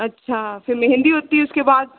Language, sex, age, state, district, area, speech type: Hindi, female, 30-45, Uttar Pradesh, Lucknow, rural, conversation